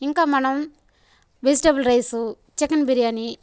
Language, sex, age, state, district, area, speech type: Telugu, female, 18-30, Andhra Pradesh, Sri Balaji, rural, spontaneous